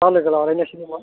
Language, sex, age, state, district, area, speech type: Bodo, male, 60+, Assam, Chirang, rural, conversation